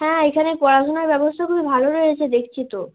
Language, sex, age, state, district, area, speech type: Bengali, female, 18-30, West Bengal, Bankura, urban, conversation